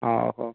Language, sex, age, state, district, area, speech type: Odia, male, 45-60, Odisha, Dhenkanal, rural, conversation